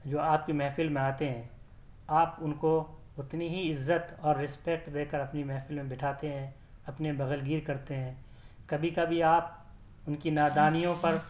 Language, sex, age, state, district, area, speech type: Urdu, male, 30-45, Delhi, South Delhi, urban, spontaneous